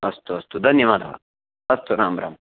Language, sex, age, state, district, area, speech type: Sanskrit, male, 45-60, Karnataka, Uttara Kannada, urban, conversation